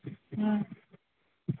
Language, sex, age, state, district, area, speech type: Urdu, female, 60+, Bihar, Khagaria, rural, conversation